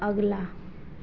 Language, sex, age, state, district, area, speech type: Hindi, female, 30-45, Bihar, Begusarai, rural, read